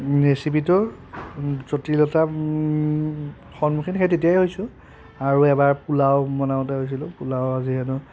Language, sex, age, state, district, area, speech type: Assamese, male, 30-45, Assam, Biswanath, rural, spontaneous